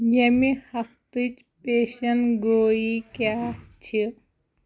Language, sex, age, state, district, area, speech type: Kashmiri, female, 30-45, Jammu and Kashmir, Kulgam, rural, read